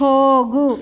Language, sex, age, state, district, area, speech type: Kannada, female, 30-45, Karnataka, Mandya, rural, read